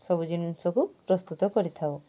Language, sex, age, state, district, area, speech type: Odia, female, 18-30, Odisha, Mayurbhanj, rural, spontaneous